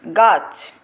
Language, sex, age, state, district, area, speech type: Bengali, female, 45-60, West Bengal, Paschim Bardhaman, urban, read